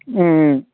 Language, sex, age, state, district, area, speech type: Tamil, female, 18-30, Tamil Nadu, Dharmapuri, rural, conversation